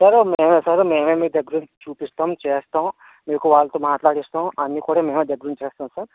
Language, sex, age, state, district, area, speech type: Telugu, male, 60+, Andhra Pradesh, Vizianagaram, rural, conversation